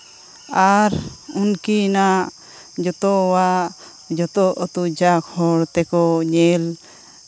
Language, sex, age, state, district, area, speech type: Santali, female, 45-60, Jharkhand, Seraikela Kharsawan, rural, spontaneous